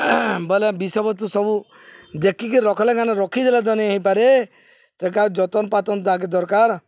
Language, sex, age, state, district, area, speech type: Odia, male, 45-60, Odisha, Balangir, urban, spontaneous